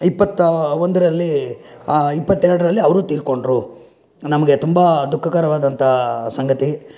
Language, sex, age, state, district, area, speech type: Kannada, male, 60+, Karnataka, Bangalore Urban, rural, spontaneous